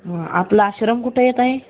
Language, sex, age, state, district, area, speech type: Marathi, male, 18-30, Maharashtra, Osmanabad, rural, conversation